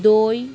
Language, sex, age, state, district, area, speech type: Bengali, female, 18-30, West Bengal, Howrah, urban, spontaneous